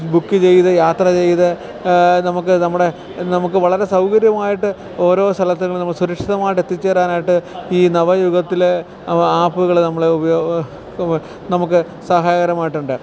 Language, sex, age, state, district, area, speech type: Malayalam, male, 45-60, Kerala, Alappuzha, rural, spontaneous